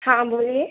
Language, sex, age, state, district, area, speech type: Hindi, female, 18-30, Madhya Pradesh, Narsinghpur, urban, conversation